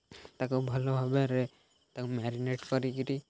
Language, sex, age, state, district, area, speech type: Odia, male, 18-30, Odisha, Jagatsinghpur, rural, spontaneous